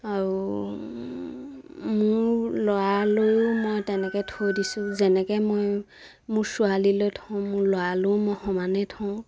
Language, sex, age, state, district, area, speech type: Assamese, female, 30-45, Assam, Sivasagar, rural, spontaneous